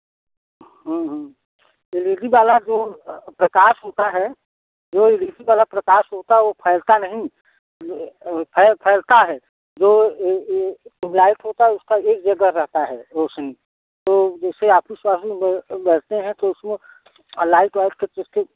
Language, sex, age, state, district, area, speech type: Hindi, male, 30-45, Uttar Pradesh, Prayagraj, urban, conversation